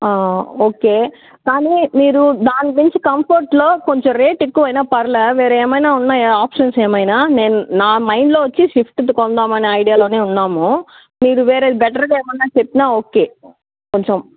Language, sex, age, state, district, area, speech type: Telugu, female, 30-45, Andhra Pradesh, Sri Balaji, rural, conversation